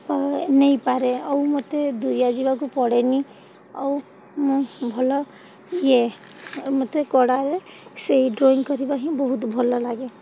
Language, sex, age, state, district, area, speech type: Odia, female, 45-60, Odisha, Sundergarh, rural, spontaneous